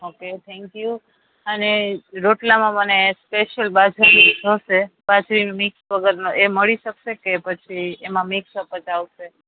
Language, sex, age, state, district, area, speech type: Gujarati, female, 30-45, Gujarat, Rajkot, urban, conversation